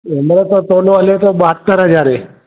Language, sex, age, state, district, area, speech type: Sindhi, male, 30-45, Madhya Pradesh, Katni, rural, conversation